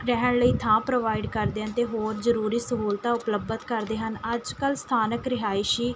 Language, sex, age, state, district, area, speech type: Punjabi, female, 18-30, Punjab, Mohali, rural, spontaneous